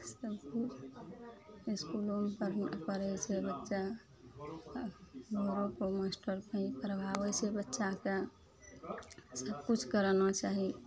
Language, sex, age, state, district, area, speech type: Maithili, female, 45-60, Bihar, Araria, rural, spontaneous